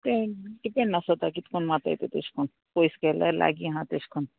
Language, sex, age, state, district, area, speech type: Goan Konkani, female, 30-45, Goa, Murmgao, rural, conversation